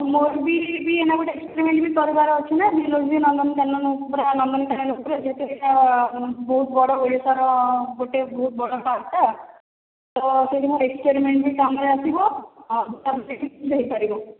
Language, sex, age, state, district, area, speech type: Odia, female, 18-30, Odisha, Khordha, rural, conversation